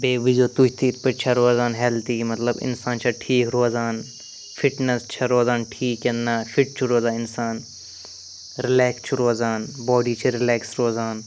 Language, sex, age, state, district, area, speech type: Kashmiri, male, 45-60, Jammu and Kashmir, Ganderbal, urban, spontaneous